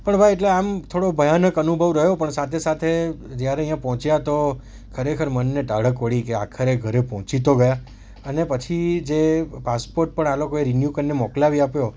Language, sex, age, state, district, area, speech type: Gujarati, male, 30-45, Gujarat, Surat, urban, spontaneous